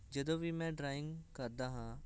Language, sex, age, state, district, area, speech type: Punjabi, male, 18-30, Punjab, Hoshiarpur, urban, spontaneous